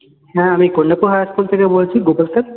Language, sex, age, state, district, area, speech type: Bengali, male, 18-30, West Bengal, Paschim Bardhaman, rural, conversation